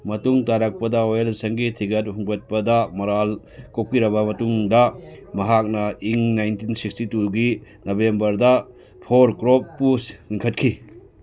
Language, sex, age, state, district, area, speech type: Manipuri, male, 60+, Manipur, Churachandpur, urban, read